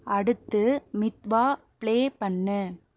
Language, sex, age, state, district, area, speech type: Tamil, female, 45-60, Tamil Nadu, Pudukkottai, rural, read